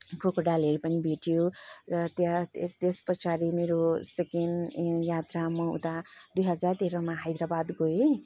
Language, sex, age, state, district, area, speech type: Nepali, female, 30-45, West Bengal, Kalimpong, rural, spontaneous